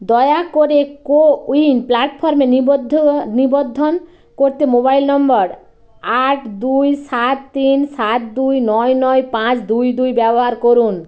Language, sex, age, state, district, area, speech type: Bengali, female, 45-60, West Bengal, Bankura, urban, read